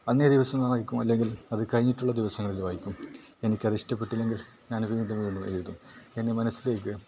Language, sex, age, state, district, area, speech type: Malayalam, male, 18-30, Kerala, Kasaragod, rural, spontaneous